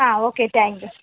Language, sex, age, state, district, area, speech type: Malayalam, female, 18-30, Kerala, Kozhikode, rural, conversation